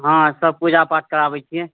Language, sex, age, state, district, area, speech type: Maithili, male, 18-30, Bihar, Supaul, rural, conversation